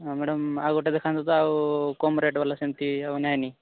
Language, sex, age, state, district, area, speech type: Odia, male, 18-30, Odisha, Mayurbhanj, rural, conversation